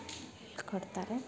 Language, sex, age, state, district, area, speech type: Kannada, female, 18-30, Karnataka, Koppal, urban, spontaneous